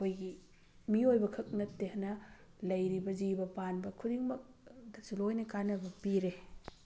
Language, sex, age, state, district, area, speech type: Manipuri, female, 30-45, Manipur, Thoubal, urban, spontaneous